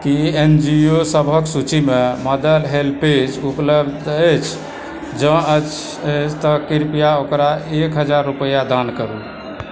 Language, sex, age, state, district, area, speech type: Maithili, male, 60+, Bihar, Supaul, urban, read